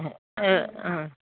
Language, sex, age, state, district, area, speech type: Bodo, female, 45-60, Assam, Kokrajhar, rural, conversation